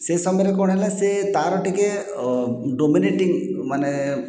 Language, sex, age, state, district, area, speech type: Odia, male, 45-60, Odisha, Khordha, rural, spontaneous